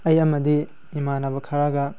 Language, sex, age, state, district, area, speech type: Manipuri, male, 18-30, Manipur, Tengnoupal, urban, spontaneous